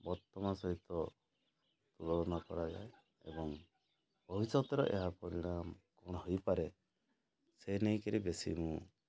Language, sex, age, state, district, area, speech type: Odia, male, 60+, Odisha, Mayurbhanj, rural, spontaneous